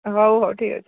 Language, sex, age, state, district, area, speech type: Odia, female, 60+, Odisha, Angul, rural, conversation